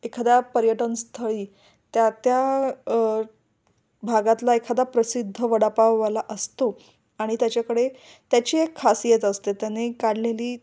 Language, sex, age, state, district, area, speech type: Marathi, female, 45-60, Maharashtra, Kolhapur, urban, spontaneous